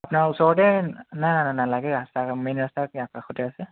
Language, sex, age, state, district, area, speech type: Assamese, male, 18-30, Assam, Dibrugarh, urban, conversation